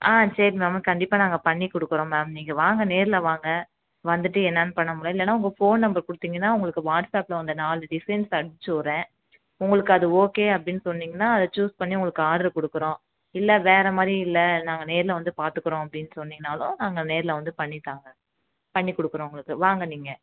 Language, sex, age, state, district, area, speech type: Tamil, female, 30-45, Tamil Nadu, Tiruchirappalli, rural, conversation